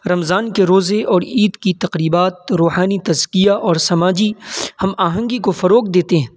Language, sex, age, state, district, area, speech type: Urdu, male, 18-30, Uttar Pradesh, Saharanpur, urban, spontaneous